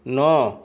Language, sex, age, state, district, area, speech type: Assamese, male, 60+, Assam, Biswanath, rural, read